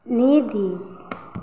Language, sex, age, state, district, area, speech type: Maithili, female, 18-30, Bihar, Samastipur, rural, spontaneous